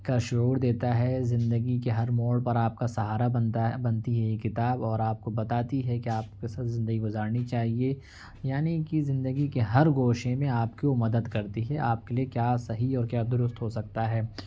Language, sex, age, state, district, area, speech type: Urdu, male, 18-30, Uttar Pradesh, Ghaziabad, urban, spontaneous